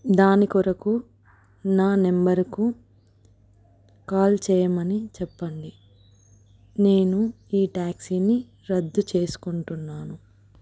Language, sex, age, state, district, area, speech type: Telugu, female, 18-30, Telangana, Adilabad, urban, spontaneous